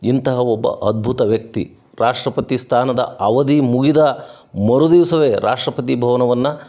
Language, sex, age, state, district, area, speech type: Kannada, male, 60+, Karnataka, Chitradurga, rural, spontaneous